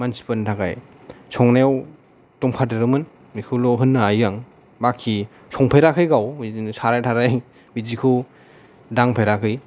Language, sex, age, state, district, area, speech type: Bodo, male, 18-30, Assam, Chirang, urban, spontaneous